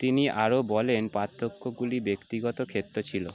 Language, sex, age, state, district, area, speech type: Bengali, male, 18-30, West Bengal, North 24 Parganas, urban, read